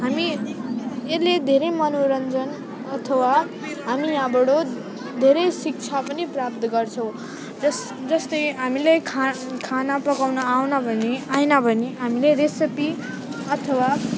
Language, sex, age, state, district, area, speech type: Nepali, female, 18-30, West Bengal, Alipurduar, urban, spontaneous